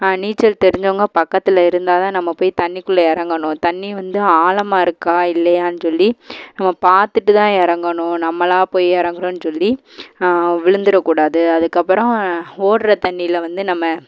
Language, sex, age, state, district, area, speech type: Tamil, female, 18-30, Tamil Nadu, Madurai, urban, spontaneous